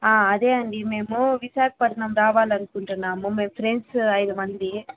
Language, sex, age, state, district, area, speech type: Telugu, female, 30-45, Andhra Pradesh, Chittoor, rural, conversation